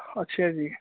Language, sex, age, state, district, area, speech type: Punjabi, male, 18-30, Punjab, Hoshiarpur, rural, conversation